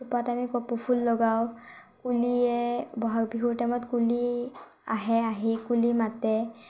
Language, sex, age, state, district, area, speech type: Assamese, female, 30-45, Assam, Morigaon, rural, spontaneous